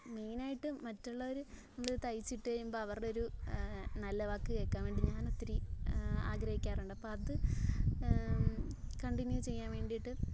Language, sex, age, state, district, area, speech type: Malayalam, female, 18-30, Kerala, Alappuzha, rural, spontaneous